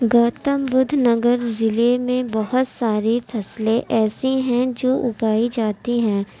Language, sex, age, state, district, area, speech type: Urdu, female, 18-30, Uttar Pradesh, Gautam Buddha Nagar, rural, spontaneous